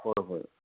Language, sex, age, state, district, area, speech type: Manipuri, male, 30-45, Manipur, Kangpokpi, urban, conversation